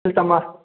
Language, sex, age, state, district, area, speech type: Gujarati, male, 45-60, Gujarat, Mehsana, rural, conversation